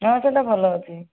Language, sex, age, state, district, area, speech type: Odia, female, 45-60, Odisha, Nayagarh, rural, conversation